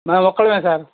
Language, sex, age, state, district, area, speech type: Telugu, male, 60+, Andhra Pradesh, Bapatla, urban, conversation